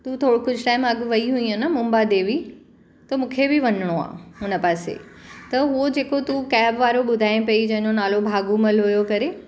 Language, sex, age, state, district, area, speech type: Sindhi, female, 45-60, Maharashtra, Mumbai Suburban, urban, spontaneous